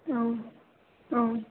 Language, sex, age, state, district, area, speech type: Bodo, female, 18-30, Assam, Kokrajhar, rural, conversation